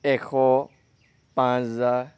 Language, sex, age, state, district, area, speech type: Assamese, male, 30-45, Assam, Nagaon, rural, spontaneous